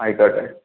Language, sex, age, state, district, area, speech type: Malayalam, female, 30-45, Kerala, Kozhikode, urban, conversation